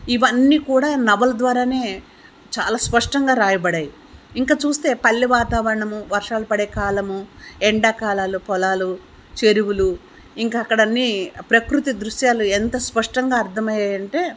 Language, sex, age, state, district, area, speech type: Telugu, female, 60+, Telangana, Hyderabad, urban, spontaneous